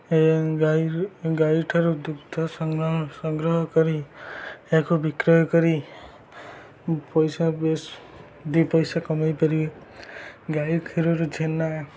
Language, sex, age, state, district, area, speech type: Odia, male, 18-30, Odisha, Jagatsinghpur, rural, spontaneous